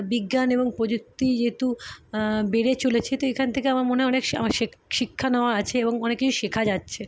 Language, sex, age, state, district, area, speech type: Bengali, female, 30-45, West Bengal, Kolkata, urban, spontaneous